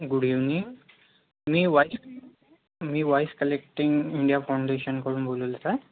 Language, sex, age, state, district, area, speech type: Marathi, male, 30-45, Maharashtra, Nagpur, urban, conversation